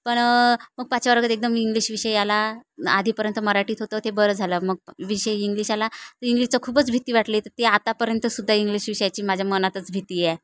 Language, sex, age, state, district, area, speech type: Marathi, female, 30-45, Maharashtra, Nagpur, rural, spontaneous